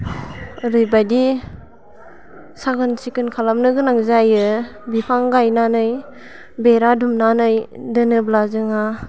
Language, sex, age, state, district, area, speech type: Bodo, female, 18-30, Assam, Udalguri, urban, spontaneous